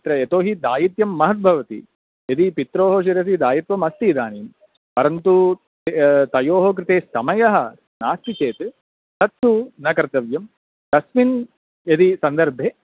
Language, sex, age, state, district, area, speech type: Sanskrit, male, 45-60, Karnataka, Bangalore Urban, urban, conversation